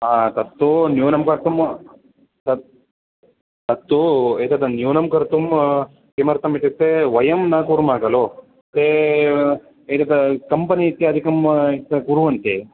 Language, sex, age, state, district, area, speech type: Sanskrit, male, 18-30, Karnataka, Uttara Kannada, rural, conversation